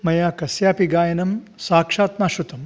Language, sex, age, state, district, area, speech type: Sanskrit, male, 45-60, Karnataka, Davanagere, rural, spontaneous